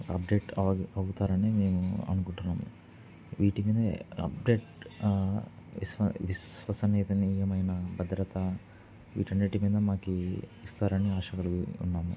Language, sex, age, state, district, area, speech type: Telugu, male, 18-30, Andhra Pradesh, Kurnool, urban, spontaneous